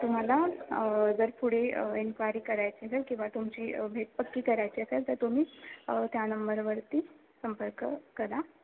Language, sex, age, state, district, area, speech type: Marathi, female, 18-30, Maharashtra, Ratnagiri, rural, conversation